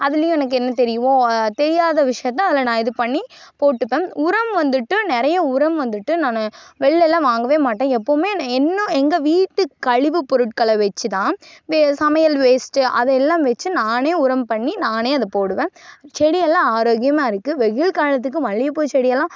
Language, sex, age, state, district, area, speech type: Tamil, female, 18-30, Tamil Nadu, Karur, rural, spontaneous